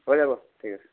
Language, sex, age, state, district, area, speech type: Assamese, male, 60+, Assam, Dibrugarh, rural, conversation